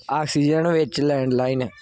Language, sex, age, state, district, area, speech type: Punjabi, male, 18-30, Punjab, Gurdaspur, urban, read